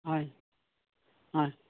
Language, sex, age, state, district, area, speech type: Assamese, female, 60+, Assam, Biswanath, rural, conversation